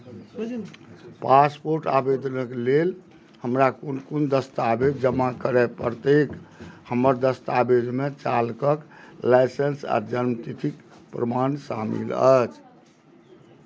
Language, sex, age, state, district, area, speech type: Maithili, male, 60+, Bihar, Madhubani, rural, read